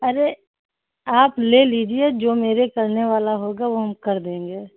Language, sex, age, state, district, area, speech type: Hindi, female, 45-60, Uttar Pradesh, Hardoi, rural, conversation